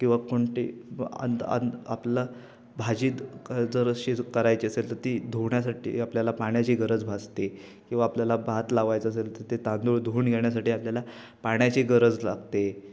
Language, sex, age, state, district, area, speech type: Marathi, male, 18-30, Maharashtra, Ratnagiri, urban, spontaneous